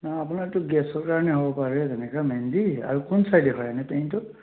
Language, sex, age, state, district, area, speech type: Assamese, male, 30-45, Assam, Sonitpur, rural, conversation